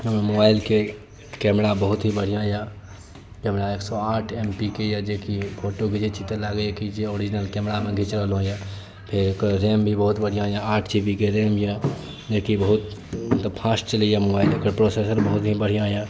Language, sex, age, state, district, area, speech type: Maithili, male, 18-30, Bihar, Saharsa, rural, spontaneous